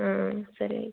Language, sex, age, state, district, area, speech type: Kannada, female, 18-30, Karnataka, Tumkur, urban, conversation